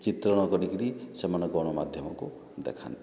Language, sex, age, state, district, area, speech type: Odia, male, 45-60, Odisha, Boudh, rural, spontaneous